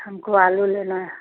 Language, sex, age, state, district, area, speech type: Hindi, female, 60+, Bihar, Begusarai, rural, conversation